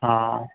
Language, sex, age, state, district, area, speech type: Sindhi, male, 30-45, Gujarat, Junagadh, urban, conversation